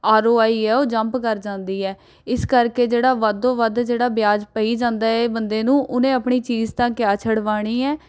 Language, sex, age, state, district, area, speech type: Punjabi, female, 18-30, Punjab, Rupnagar, urban, spontaneous